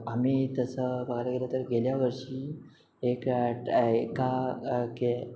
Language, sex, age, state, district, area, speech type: Marathi, male, 30-45, Maharashtra, Ratnagiri, urban, spontaneous